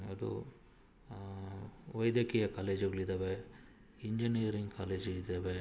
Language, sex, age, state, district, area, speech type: Kannada, male, 45-60, Karnataka, Bangalore Urban, rural, spontaneous